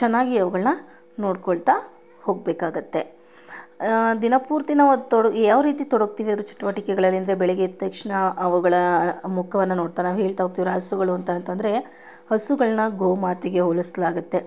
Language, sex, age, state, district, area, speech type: Kannada, female, 30-45, Karnataka, Mandya, rural, spontaneous